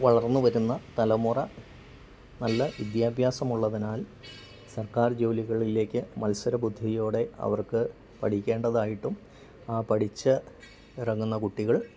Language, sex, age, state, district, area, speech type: Malayalam, male, 60+, Kerala, Idukki, rural, spontaneous